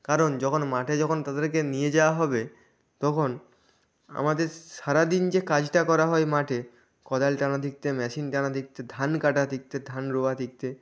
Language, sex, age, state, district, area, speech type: Bengali, male, 18-30, West Bengal, Nadia, rural, spontaneous